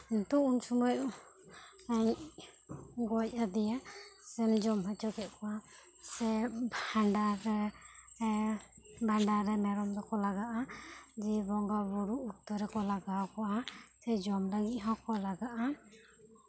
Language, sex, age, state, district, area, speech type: Santali, female, 18-30, West Bengal, Bankura, rural, spontaneous